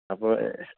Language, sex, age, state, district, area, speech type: Assamese, male, 45-60, Assam, Tinsukia, urban, conversation